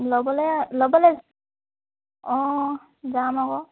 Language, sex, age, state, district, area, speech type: Assamese, female, 18-30, Assam, Tinsukia, rural, conversation